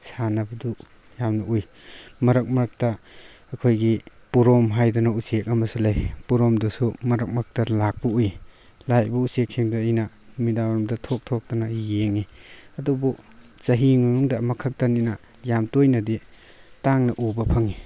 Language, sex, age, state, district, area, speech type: Manipuri, male, 18-30, Manipur, Tengnoupal, rural, spontaneous